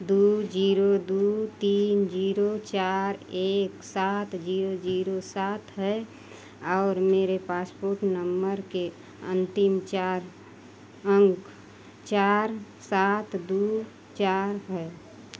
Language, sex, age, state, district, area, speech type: Hindi, female, 30-45, Uttar Pradesh, Mau, rural, read